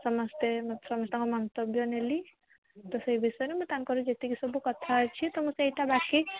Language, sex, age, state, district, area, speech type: Odia, female, 18-30, Odisha, Sundergarh, urban, conversation